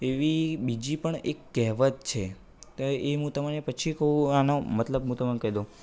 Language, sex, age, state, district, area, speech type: Gujarati, male, 18-30, Gujarat, Anand, urban, spontaneous